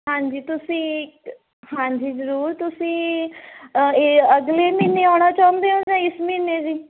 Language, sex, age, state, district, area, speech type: Punjabi, female, 30-45, Punjab, Fatehgarh Sahib, urban, conversation